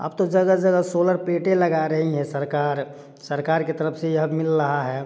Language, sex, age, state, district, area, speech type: Hindi, male, 30-45, Bihar, Samastipur, urban, spontaneous